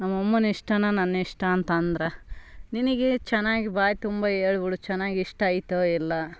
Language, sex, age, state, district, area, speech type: Kannada, female, 30-45, Karnataka, Vijayanagara, rural, spontaneous